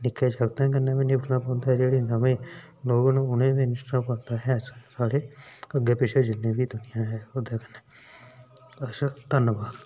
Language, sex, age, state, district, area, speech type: Dogri, male, 18-30, Jammu and Kashmir, Udhampur, rural, spontaneous